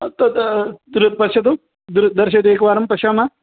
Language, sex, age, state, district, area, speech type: Sanskrit, male, 45-60, Karnataka, Vijayapura, urban, conversation